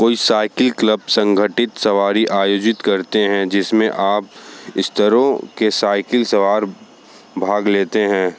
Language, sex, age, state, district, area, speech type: Hindi, male, 18-30, Uttar Pradesh, Sonbhadra, rural, read